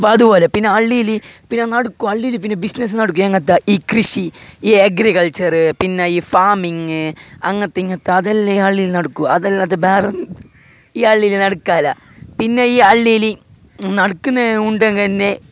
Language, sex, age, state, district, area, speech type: Malayalam, male, 18-30, Kerala, Kasaragod, urban, spontaneous